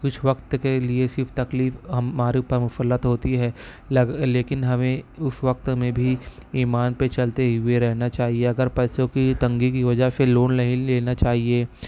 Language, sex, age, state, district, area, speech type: Urdu, male, 18-30, Maharashtra, Nashik, urban, spontaneous